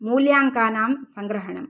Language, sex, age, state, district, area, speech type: Sanskrit, female, 30-45, Karnataka, Uttara Kannada, urban, spontaneous